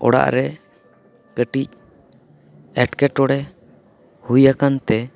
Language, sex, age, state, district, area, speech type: Santali, male, 30-45, West Bengal, Paschim Bardhaman, urban, spontaneous